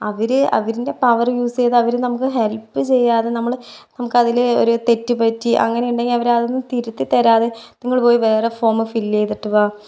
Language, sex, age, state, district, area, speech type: Malayalam, female, 18-30, Kerala, Palakkad, urban, spontaneous